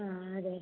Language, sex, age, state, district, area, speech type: Malayalam, female, 60+, Kerala, Palakkad, rural, conversation